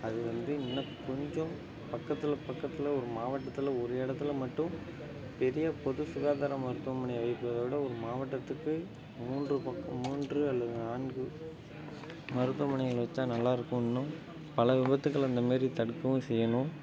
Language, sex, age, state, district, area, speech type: Tamil, male, 30-45, Tamil Nadu, Ariyalur, rural, spontaneous